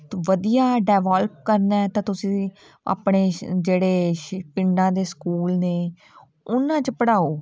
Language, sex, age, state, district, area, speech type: Punjabi, female, 30-45, Punjab, Patiala, rural, spontaneous